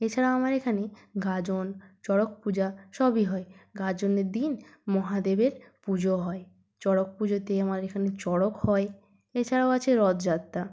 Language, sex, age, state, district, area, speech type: Bengali, female, 18-30, West Bengal, Purba Medinipur, rural, spontaneous